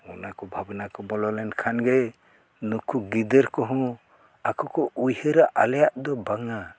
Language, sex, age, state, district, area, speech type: Santali, male, 60+, Odisha, Mayurbhanj, rural, spontaneous